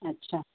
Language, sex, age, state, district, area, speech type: Marathi, female, 45-60, Maharashtra, Nanded, urban, conversation